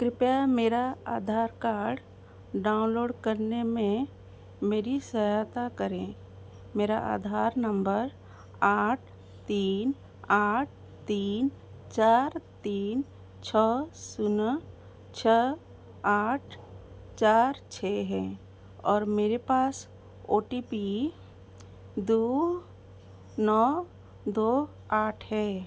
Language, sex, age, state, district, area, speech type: Hindi, female, 45-60, Madhya Pradesh, Seoni, rural, read